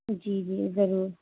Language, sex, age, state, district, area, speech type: Urdu, female, 18-30, Delhi, North West Delhi, urban, conversation